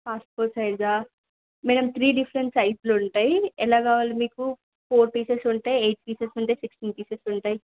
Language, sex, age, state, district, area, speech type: Telugu, female, 18-30, Telangana, Siddipet, urban, conversation